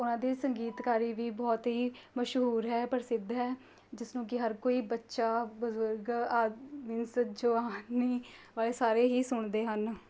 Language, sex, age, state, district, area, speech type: Punjabi, female, 18-30, Punjab, Mohali, rural, spontaneous